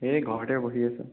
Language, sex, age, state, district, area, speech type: Assamese, male, 18-30, Assam, Sonitpur, urban, conversation